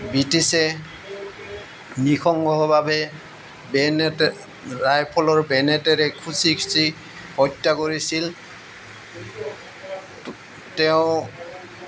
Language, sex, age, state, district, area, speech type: Assamese, male, 60+, Assam, Goalpara, urban, spontaneous